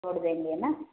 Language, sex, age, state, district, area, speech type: Hindi, female, 30-45, Uttar Pradesh, Prayagraj, rural, conversation